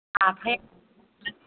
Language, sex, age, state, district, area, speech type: Bodo, female, 30-45, Assam, Kokrajhar, urban, conversation